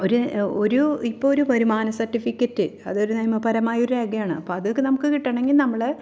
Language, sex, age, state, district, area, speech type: Malayalam, female, 30-45, Kerala, Thrissur, urban, spontaneous